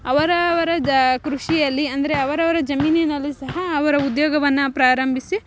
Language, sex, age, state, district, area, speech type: Kannada, female, 18-30, Karnataka, Chikkamagaluru, rural, spontaneous